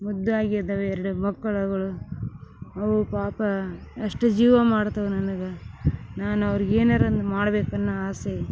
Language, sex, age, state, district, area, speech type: Kannada, female, 30-45, Karnataka, Gadag, urban, spontaneous